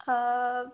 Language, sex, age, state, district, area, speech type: Telugu, female, 18-30, Telangana, Jangaon, urban, conversation